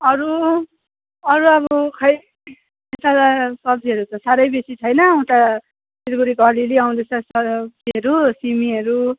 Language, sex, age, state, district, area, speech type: Nepali, female, 18-30, West Bengal, Darjeeling, rural, conversation